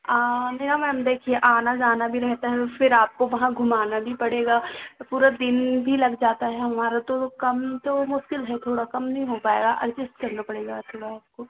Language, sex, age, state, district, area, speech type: Hindi, female, 18-30, Madhya Pradesh, Chhindwara, urban, conversation